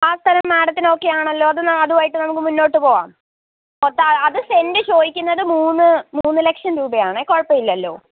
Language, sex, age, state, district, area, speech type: Malayalam, female, 18-30, Kerala, Pathanamthitta, rural, conversation